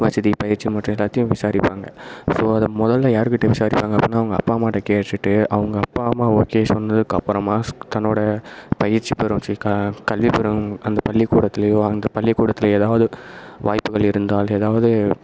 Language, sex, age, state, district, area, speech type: Tamil, male, 18-30, Tamil Nadu, Perambalur, rural, spontaneous